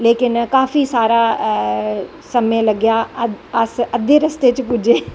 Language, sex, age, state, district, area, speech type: Dogri, female, 45-60, Jammu and Kashmir, Jammu, rural, spontaneous